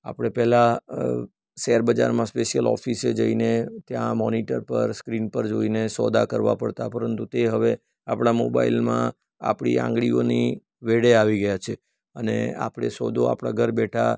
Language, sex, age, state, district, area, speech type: Gujarati, male, 45-60, Gujarat, Surat, rural, spontaneous